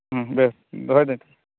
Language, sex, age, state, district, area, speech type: Santali, male, 30-45, West Bengal, Birbhum, rural, conversation